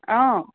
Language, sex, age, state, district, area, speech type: Assamese, female, 45-60, Assam, Charaideo, urban, conversation